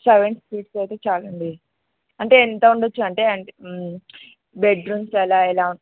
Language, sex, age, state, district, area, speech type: Telugu, female, 18-30, Andhra Pradesh, Krishna, urban, conversation